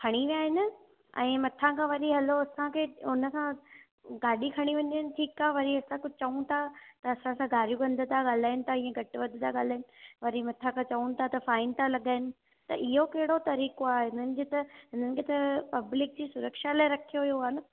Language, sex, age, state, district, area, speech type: Sindhi, female, 30-45, Gujarat, Surat, urban, conversation